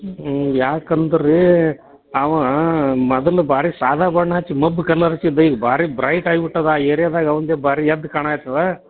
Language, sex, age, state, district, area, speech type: Kannada, male, 45-60, Karnataka, Dharwad, rural, conversation